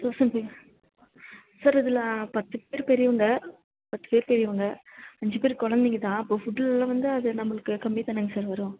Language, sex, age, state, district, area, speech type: Tamil, female, 30-45, Tamil Nadu, Nilgiris, rural, conversation